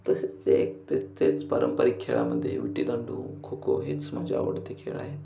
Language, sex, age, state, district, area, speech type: Marathi, male, 18-30, Maharashtra, Ratnagiri, rural, spontaneous